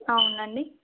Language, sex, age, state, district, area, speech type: Telugu, female, 18-30, Telangana, Adilabad, rural, conversation